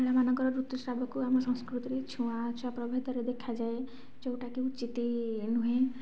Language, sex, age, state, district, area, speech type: Odia, female, 45-60, Odisha, Nayagarh, rural, spontaneous